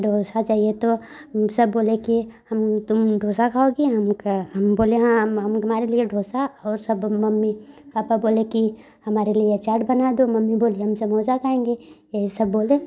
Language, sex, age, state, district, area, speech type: Hindi, female, 18-30, Uttar Pradesh, Prayagraj, urban, spontaneous